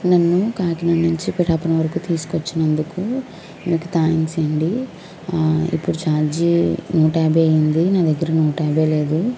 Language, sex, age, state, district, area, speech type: Telugu, female, 18-30, Andhra Pradesh, Konaseema, urban, spontaneous